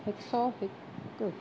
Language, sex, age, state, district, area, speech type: Sindhi, female, 45-60, Rajasthan, Ajmer, urban, spontaneous